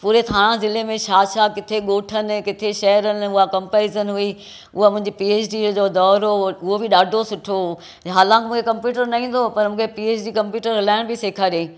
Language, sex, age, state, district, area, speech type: Sindhi, female, 60+, Maharashtra, Thane, urban, spontaneous